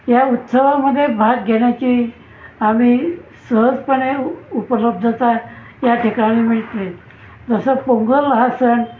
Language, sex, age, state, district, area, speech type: Marathi, male, 60+, Maharashtra, Pune, urban, spontaneous